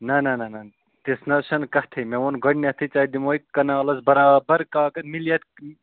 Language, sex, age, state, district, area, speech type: Kashmiri, male, 18-30, Jammu and Kashmir, Ganderbal, rural, conversation